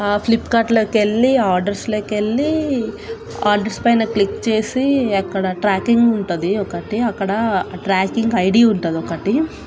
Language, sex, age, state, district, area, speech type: Telugu, female, 18-30, Telangana, Nalgonda, urban, spontaneous